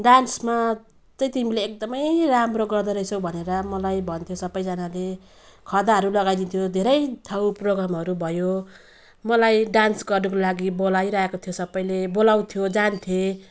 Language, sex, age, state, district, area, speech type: Nepali, female, 45-60, West Bengal, Jalpaiguri, rural, spontaneous